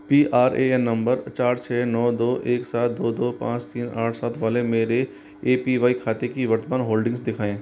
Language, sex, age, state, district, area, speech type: Hindi, female, 45-60, Rajasthan, Jaipur, urban, read